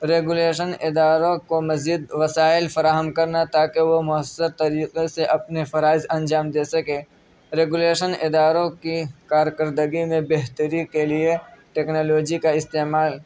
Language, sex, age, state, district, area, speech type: Urdu, male, 18-30, Uttar Pradesh, Saharanpur, urban, spontaneous